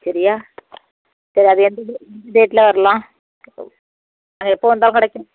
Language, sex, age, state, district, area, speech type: Tamil, female, 45-60, Tamil Nadu, Thoothukudi, rural, conversation